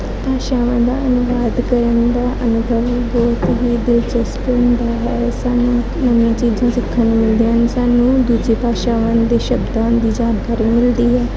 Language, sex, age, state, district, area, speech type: Punjabi, female, 18-30, Punjab, Gurdaspur, urban, spontaneous